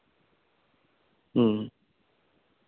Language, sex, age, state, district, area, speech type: Santali, male, 18-30, West Bengal, Bankura, rural, conversation